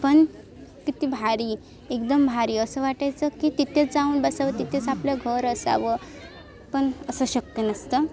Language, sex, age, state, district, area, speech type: Marathi, female, 18-30, Maharashtra, Sindhudurg, rural, spontaneous